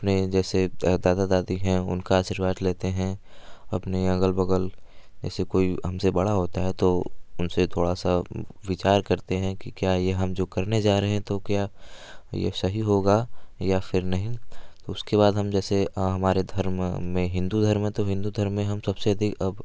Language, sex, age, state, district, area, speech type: Hindi, male, 18-30, Uttar Pradesh, Varanasi, rural, spontaneous